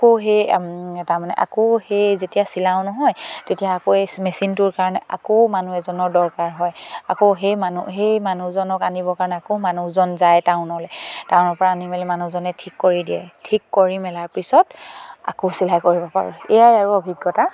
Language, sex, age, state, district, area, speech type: Assamese, female, 18-30, Assam, Sivasagar, rural, spontaneous